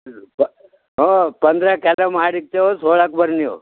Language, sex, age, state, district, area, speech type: Kannada, male, 60+, Karnataka, Bidar, rural, conversation